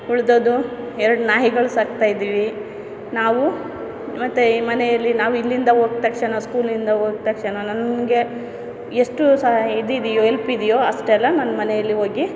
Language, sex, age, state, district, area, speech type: Kannada, female, 45-60, Karnataka, Chamarajanagar, rural, spontaneous